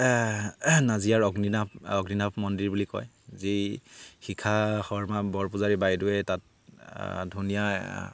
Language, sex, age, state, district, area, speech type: Assamese, male, 30-45, Assam, Sivasagar, rural, spontaneous